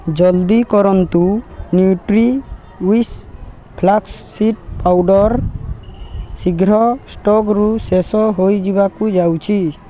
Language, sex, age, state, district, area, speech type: Odia, male, 18-30, Odisha, Balangir, urban, read